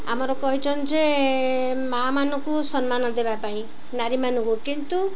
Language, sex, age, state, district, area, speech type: Odia, female, 45-60, Odisha, Ganjam, urban, spontaneous